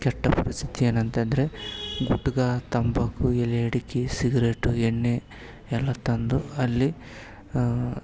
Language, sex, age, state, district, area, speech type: Kannada, male, 18-30, Karnataka, Gadag, rural, spontaneous